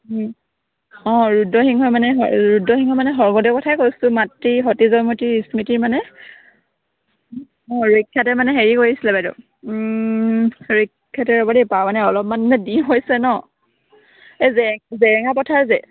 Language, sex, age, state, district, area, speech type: Assamese, female, 18-30, Assam, Sivasagar, rural, conversation